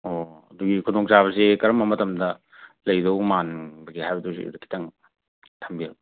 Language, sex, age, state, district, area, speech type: Manipuri, male, 45-60, Manipur, Imphal West, urban, conversation